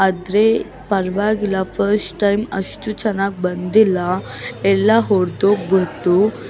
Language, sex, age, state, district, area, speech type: Kannada, female, 18-30, Karnataka, Bangalore Urban, urban, spontaneous